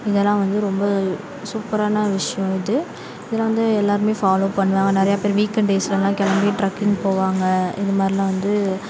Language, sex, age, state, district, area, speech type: Tamil, female, 18-30, Tamil Nadu, Sivaganga, rural, spontaneous